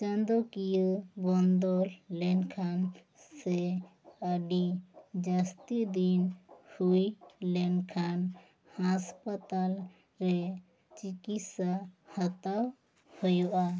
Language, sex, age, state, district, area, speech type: Santali, female, 18-30, West Bengal, Bankura, rural, spontaneous